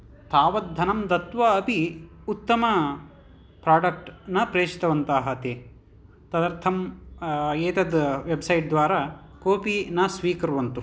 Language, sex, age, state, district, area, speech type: Sanskrit, male, 18-30, Karnataka, Vijayanagara, urban, spontaneous